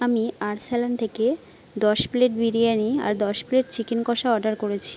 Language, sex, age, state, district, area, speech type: Bengali, female, 45-60, West Bengal, Jhargram, rural, spontaneous